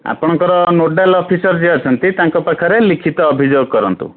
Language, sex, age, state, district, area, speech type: Odia, male, 60+, Odisha, Bhadrak, rural, conversation